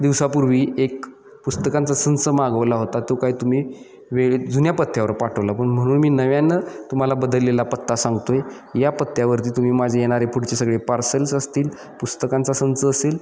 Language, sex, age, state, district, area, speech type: Marathi, male, 30-45, Maharashtra, Satara, urban, spontaneous